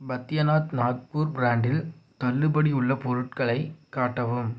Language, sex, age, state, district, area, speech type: Tamil, male, 18-30, Tamil Nadu, Tiruppur, rural, read